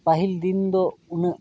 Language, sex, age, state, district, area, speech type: Santali, male, 30-45, West Bengal, Paschim Bardhaman, rural, spontaneous